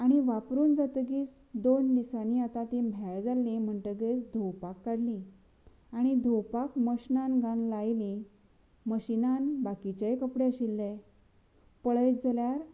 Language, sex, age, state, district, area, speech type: Goan Konkani, female, 30-45, Goa, Canacona, rural, spontaneous